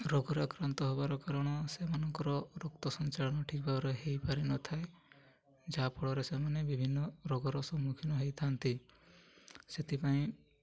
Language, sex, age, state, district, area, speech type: Odia, male, 18-30, Odisha, Mayurbhanj, rural, spontaneous